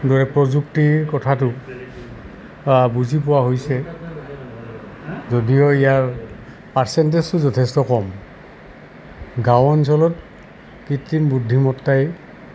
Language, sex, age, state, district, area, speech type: Assamese, male, 60+, Assam, Goalpara, urban, spontaneous